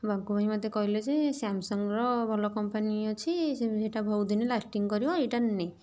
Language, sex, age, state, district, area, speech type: Odia, female, 45-60, Odisha, Kendujhar, urban, spontaneous